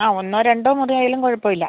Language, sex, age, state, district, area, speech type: Malayalam, female, 45-60, Kerala, Idukki, rural, conversation